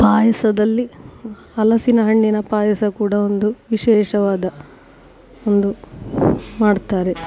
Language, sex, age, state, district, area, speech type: Kannada, female, 45-60, Karnataka, Dakshina Kannada, rural, spontaneous